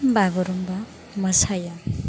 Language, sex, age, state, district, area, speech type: Bodo, female, 18-30, Assam, Chirang, rural, spontaneous